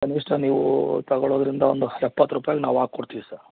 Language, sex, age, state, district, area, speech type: Kannada, male, 30-45, Karnataka, Mandya, rural, conversation